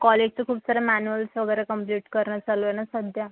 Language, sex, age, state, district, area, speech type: Marathi, male, 45-60, Maharashtra, Yavatmal, rural, conversation